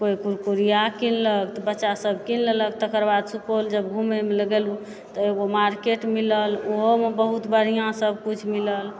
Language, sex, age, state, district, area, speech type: Maithili, female, 30-45, Bihar, Supaul, urban, spontaneous